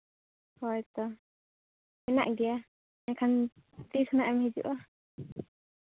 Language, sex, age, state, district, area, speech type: Santali, female, 30-45, Jharkhand, Seraikela Kharsawan, rural, conversation